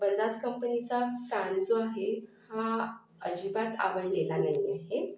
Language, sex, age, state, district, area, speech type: Marathi, other, 30-45, Maharashtra, Akola, urban, spontaneous